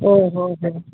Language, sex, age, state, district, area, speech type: Kannada, female, 45-60, Karnataka, Gulbarga, urban, conversation